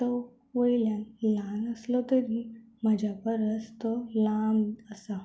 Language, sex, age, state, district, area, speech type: Goan Konkani, female, 18-30, Goa, Tiswadi, rural, spontaneous